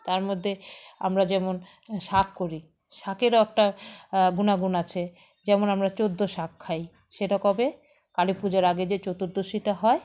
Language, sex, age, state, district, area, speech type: Bengali, female, 45-60, West Bengal, Alipurduar, rural, spontaneous